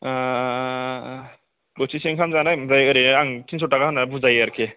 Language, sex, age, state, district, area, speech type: Bodo, male, 45-60, Assam, Kokrajhar, rural, conversation